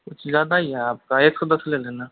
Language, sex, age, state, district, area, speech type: Hindi, male, 30-45, Rajasthan, Karauli, rural, conversation